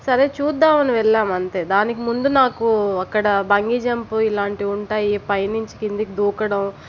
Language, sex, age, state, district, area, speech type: Telugu, female, 30-45, Andhra Pradesh, Palnadu, urban, spontaneous